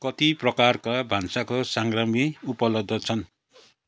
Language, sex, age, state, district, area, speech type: Nepali, male, 60+, West Bengal, Kalimpong, rural, read